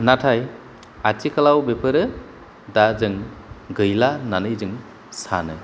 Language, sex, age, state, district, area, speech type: Bodo, male, 30-45, Assam, Kokrajhar, rural, spontaneous